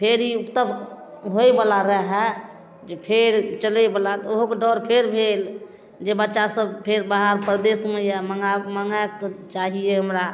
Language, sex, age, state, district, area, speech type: Maithili, female, 45-60, Bihar, Darbhanga, rural, spontaneous